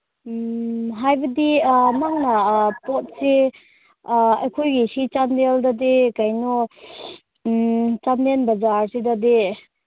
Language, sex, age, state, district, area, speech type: Manipuri, female, 30-45, Manipur, Chandel, rural, conversation